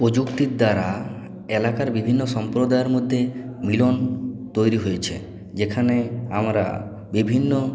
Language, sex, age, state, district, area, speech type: Bengali, male, 45-60, West Bengal, Purulia, urban, spontaneous